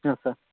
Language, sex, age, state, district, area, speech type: Kannada, male, 30-45, Karnataka, Shimoga, urban, conversation